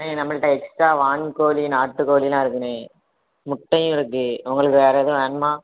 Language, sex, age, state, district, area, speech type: Tamil, male, 18-30, Tamil Nadu, Thoothukudi, rural, conversation